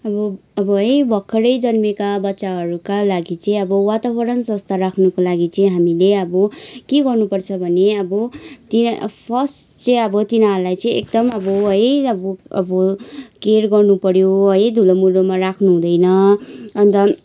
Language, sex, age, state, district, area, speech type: Nepali, female, 18-30, West Bengal, Kalimpong, rural, spontaneous